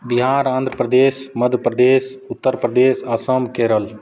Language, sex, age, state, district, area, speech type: Maithili, male, 45-60, Bihar, Madhepura, rural, spontaneous